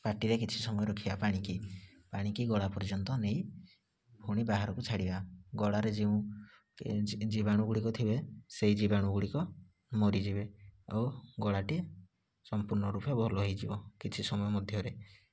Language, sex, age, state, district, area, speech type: Odia, male, 18-30, Odisha, Rayagada, rural, spontaneous